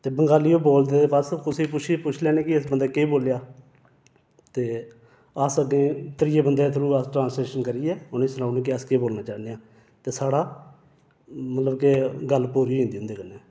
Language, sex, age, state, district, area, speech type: Dogri, male, 30-45, Jammu and Kashmir, Reasi, urban, spontaneous